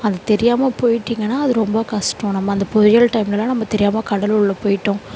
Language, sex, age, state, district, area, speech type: Tamil, female, 30-45, Tamil Nadu, Chennai, urban, spontaneous